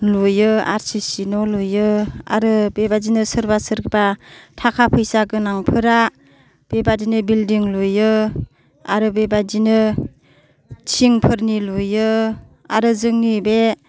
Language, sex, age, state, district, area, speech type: Bodo, female, 60+, Assam, Kokrajhar, urban, spontaneous